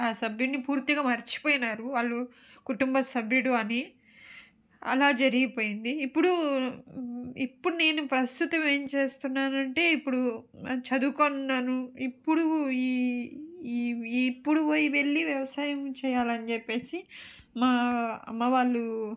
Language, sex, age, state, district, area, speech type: Telugu, female, 45-60, Andhra Pradesh, Nellore, urban, spontaneous